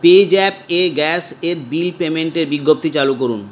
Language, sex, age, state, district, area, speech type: Bengali, male, 60+, West Bengal, Paschim Bardhaman, urban, read